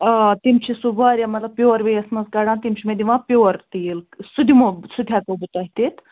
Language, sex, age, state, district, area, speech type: Kashmiri, female, 45-60, Jammu and Kashmir, Budgam, rural, conversation